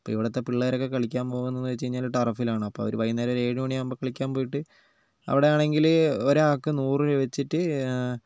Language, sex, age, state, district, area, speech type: Malayalam, male, 30-45, Kerala, Wayanad, rural, spontaneous